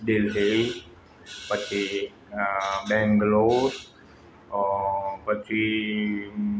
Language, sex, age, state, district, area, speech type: Gujarati, male, 60+, Gujarat, Morbi, rural, spontaneous